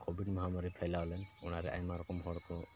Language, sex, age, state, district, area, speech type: Santali, male, 30-45, Jharkhand, Pakur, rural, spontaneous